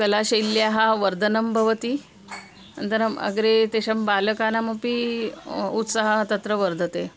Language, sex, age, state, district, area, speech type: Sanskrit, female, 45-60, Maharashtra, Nagpur, urban, spontaneous